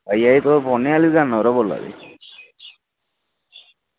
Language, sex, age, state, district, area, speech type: Dogri, male, 30-45, Jammu and Kashmir, Reasi, rural, conversation